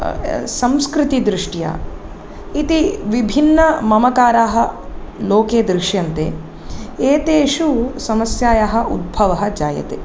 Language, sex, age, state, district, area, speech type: Sanskrit, female, 30-45, Tamil Nadu, Chennai, urban, spontaneous